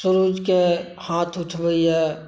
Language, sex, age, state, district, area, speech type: Maithili, male, 45-60, Bihar, Saharsa, rural, spontaneous